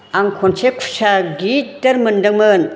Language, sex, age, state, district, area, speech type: Bodo, female, 60+, Assam, Chirang, urban, spontaneous